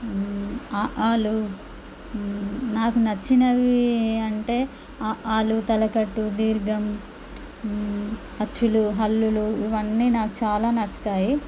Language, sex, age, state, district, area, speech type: Telugu, female, 18-30, Andhra Pradesh, Visakhapatnam, urban, spontaneous